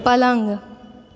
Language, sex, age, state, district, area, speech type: Maithili, female, 18-30, Bihar, Supaul, urban, read